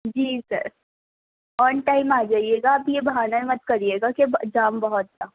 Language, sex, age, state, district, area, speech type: Urdu, female, 18-30, Delhi, Central Delhi, urban, conversation